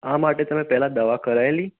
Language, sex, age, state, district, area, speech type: Gujarati, male, 18-30, Gujarat, Mehsana, rural, conversation